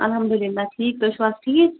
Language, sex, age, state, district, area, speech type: Kashmiri, female, 30-45, Jammu and Kashmir, Kulgam, rural, conversation